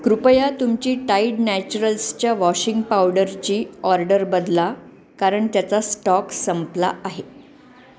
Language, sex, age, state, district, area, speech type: Marathi, female, 45-60, Maharashtra, Pune, urban, read